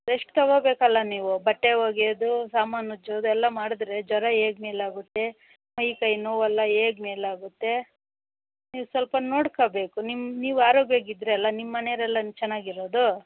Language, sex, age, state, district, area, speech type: Kannada, female, 45-60, Karnataka, Bangalore Rural, rural, conversation